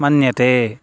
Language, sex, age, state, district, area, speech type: Sanskrit, male, 18-30, Karnataka, Uttara Kannada, urban, read